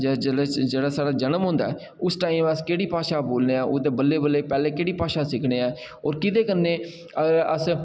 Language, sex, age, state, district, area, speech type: Dogri, male, 30-45, Jammu and Kashmir, Jammu, rural, spontaneous